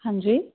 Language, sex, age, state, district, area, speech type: Punjabi, female, 18-30, Punjab, Firozpur, rural, conversation